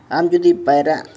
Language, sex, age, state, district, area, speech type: Santali, male, 30-45, Jharkhand, East Singhbhum, rural, spontaneous